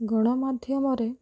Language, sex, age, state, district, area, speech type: Odia, female, 18-30, Odisha, Rayagada, rural, spontaneous